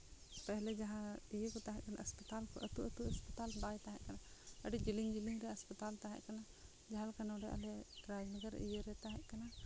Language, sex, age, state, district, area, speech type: Santali, female, 30-45, Jharkhand, Seraikela Kharsawan, rural, spontaneous